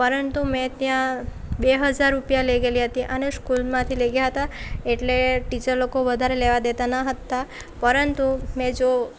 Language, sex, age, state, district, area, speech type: Gujarati, female, 18-30, Gujarat, Valsad, rural, spontaneous